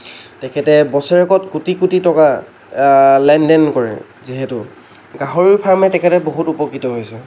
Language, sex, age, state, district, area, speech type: Assamese, male, 45-60, Assam, Lakhimpur, rural, spontaneous